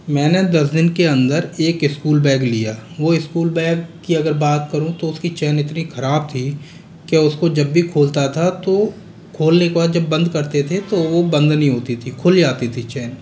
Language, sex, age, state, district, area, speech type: Hindi, male, 18-30, Rajasthan, Jaipur, urban, spontaneous